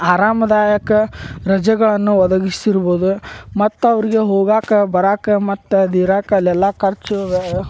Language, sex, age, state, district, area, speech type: Kannada, male, 30-45, Karnataka, Gadag, rural, spontaneous